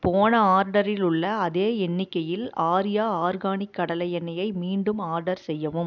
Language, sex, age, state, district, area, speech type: Tamil, female, 45-60, Tamil Nadu, Namakkal, rural, read